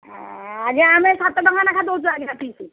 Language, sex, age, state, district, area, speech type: Odia, female, 45-60, Odisha, Sundergarh, rural, conversation